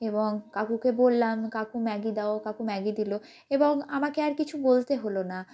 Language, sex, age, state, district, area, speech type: Bengali, female, 18-30, West Bengal, North 24 Parganas, rural, spontaneous